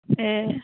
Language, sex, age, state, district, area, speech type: Bodo, female, 18-30, Assam, Kokrajhar, rural, conversation